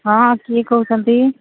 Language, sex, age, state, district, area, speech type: Odia, female, 45-60, Odisha, Sambalpur, rural, conversation